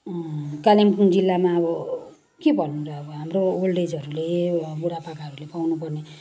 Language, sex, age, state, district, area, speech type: Nepali, female, 30-45, West Bengal, Kalimpong, rural, spontaneous